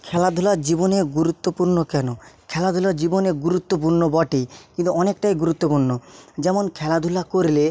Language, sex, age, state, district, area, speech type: Bengali, male, 30-45, West Bengal, Jhargram, rural, spontaneous